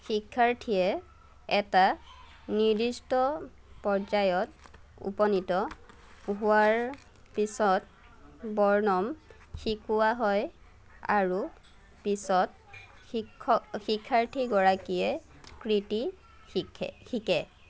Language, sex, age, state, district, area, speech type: Assamese, female, 18-30, Assam, Nagaon, rural, read